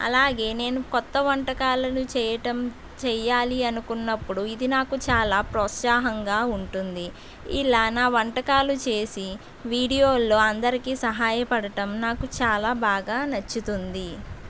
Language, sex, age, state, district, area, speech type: Telugu, female, 60+, Andhra Pradesh, East Godavari, urban, spontaneous